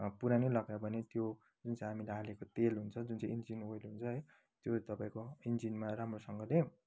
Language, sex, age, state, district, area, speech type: Nepali, male, 30-45, West Bengal, Kalimpong, rural, spontaneous